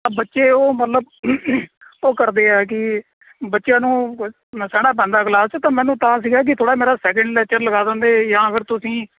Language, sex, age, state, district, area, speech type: Punjabi, male, 45-60, Punjab, Kapurthala, urban, conversation